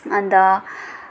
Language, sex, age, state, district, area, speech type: Nepali, female, 18-30, West Bengal, Darjeeling, rural, spontaneous